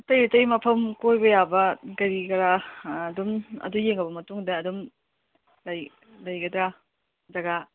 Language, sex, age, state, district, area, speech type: Manipuri, female, 30-45, Manipur, Imphal East, rural, conversation